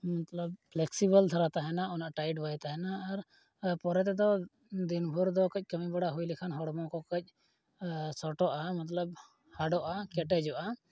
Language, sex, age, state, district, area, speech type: Santali, male, 30-45, Jharkhand, East Singhbhum, rural, spontaneous